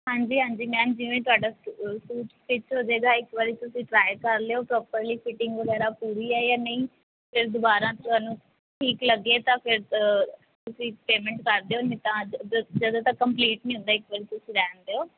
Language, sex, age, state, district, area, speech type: Punjabi, female, 18-30, Punjab, Fazilka, rural, conversation